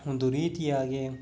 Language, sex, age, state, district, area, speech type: Kannada, male, 30-45, Karnataka, Kolar, rural, spontaneous